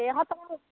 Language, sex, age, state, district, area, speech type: Assamese, female, 30-45, Assam, Darrang, rural, conversation